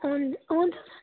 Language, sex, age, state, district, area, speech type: Nepali, female, 18-30, West Bengal, Kalimpong, rural, conversation